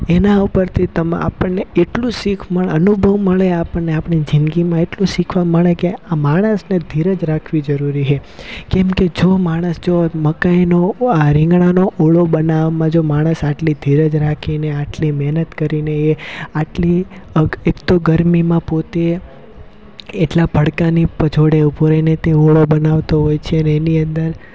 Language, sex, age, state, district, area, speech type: Gujarati, male, 18-30, Gujarat, Rajkot, rural, spontaneous